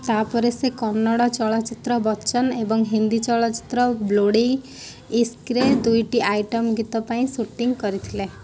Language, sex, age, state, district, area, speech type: Odia, female, 18-30, Odisha, Kendrapara, urban, read